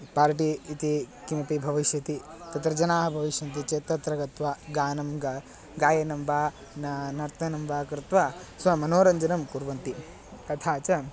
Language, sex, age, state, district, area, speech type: Sanskrit, male, 18-30, Karnataka, Haveri, rural, spontaneous